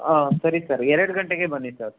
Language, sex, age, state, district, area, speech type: Kannada, male, 18-30, Karnataka, Chikkaballapur, urban, conversation